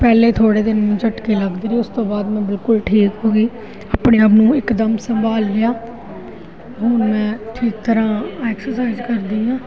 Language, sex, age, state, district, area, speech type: Punjabi, female, 45-60, Punjab, Gurdaspur, urban, spontaneous